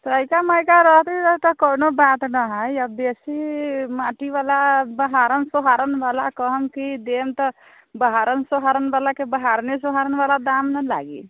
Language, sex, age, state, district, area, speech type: Maithili, female, 30-45, Bihar, Sitamarhi, urban, conversation